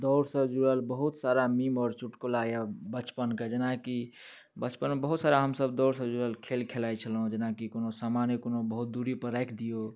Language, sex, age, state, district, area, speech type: Maithili, male, 18-30, Bihar, Darbhanga, rural, spontaneous